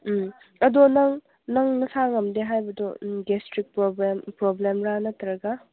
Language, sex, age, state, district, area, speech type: Manipuri, female, 45-60, Manipur, Kangpokpi, rural, conversation